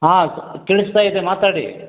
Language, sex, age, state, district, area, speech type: Kannada, male, 60+, Karnataka, Koppal, rural, conversation